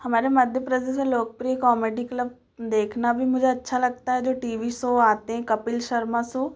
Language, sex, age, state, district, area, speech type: Hindi, female, 18-30, Madhya Pradesh, Chhindwara, urban, spontaneous